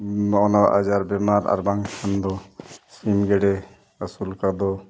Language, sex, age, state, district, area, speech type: Santali, male, 45-60, Odisha, Mayurbhanj, rural, spontaneous